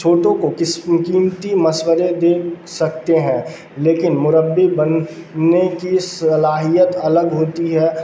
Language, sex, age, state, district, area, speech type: Urdu, male, 18-30, Bihar, Darbhanga, urban, spontaneous